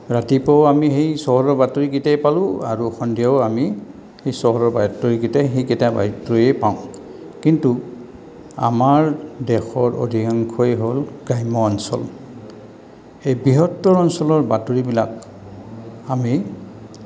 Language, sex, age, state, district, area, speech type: Assamese, male, 60+, Assam, Goalpara, rural, spontaneous